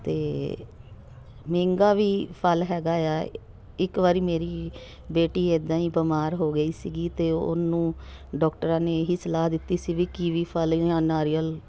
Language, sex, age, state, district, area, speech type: Punjabi, female, 45-60, Punjab, Jalandhar, urban, spontaneous